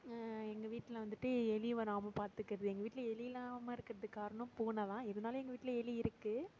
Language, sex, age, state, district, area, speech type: Tamil, female, 18-30, Tamil Nadu, Mayiladuthurai, rural, spontaneous